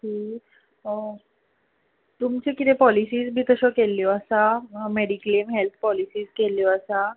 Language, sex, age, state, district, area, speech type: Goan Konkani, female, 30-45, Goa, Tiswadi, rural, conversation